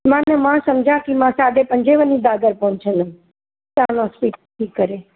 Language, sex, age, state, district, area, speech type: Sindhi, female, 45-60, Maharashtra, Mumbai Suburban, urban, conversation